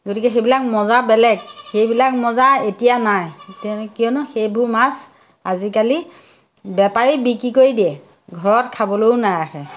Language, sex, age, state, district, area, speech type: Assamese, female, 60+, Assam, Majuli, urban, spontaneous